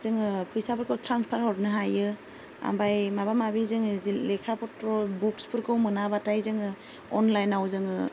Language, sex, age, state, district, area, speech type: Bodo, female, 30-45, Assam, Goalpara, rural, spontaneous